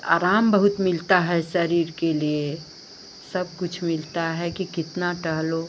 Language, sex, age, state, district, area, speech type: Hindi, female, 60+, Uttar Pradesh, Pratapgarh, urban, spontaneous